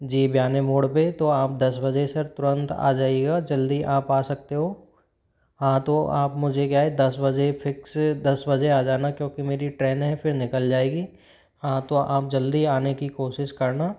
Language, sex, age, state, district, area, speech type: Hindi, male, 30-45, Rajasthan, Karauli, rural, spontaneous